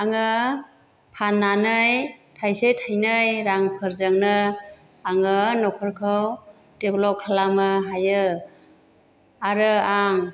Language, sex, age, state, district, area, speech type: Bodo, female, 60+, Assam, Chirang, rural, spontaneous